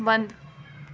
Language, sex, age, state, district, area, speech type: Urdu, female, 45-60, Delhi, Central Delhi, rural, read